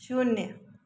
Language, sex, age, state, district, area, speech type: Hindi, female, 30-45, Madhya Pradesh, Jabalpur, urban, read